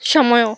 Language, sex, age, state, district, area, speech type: Odia, female, 18-30, Odisha, Malkangiri, urban, read